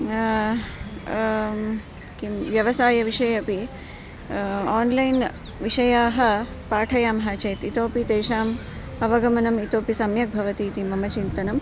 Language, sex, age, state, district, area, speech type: Sanskrit, female, 45-60, Karnataka, Dharwad, urban, spontaneous